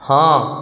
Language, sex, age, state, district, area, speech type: Odia, male, 18-30, Odisha, Puri, urban, read